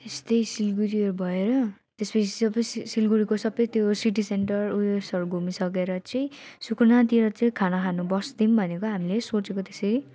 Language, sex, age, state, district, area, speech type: Nepali, female, 30-45, West Bengal, Darjeeling, rural, spontaneous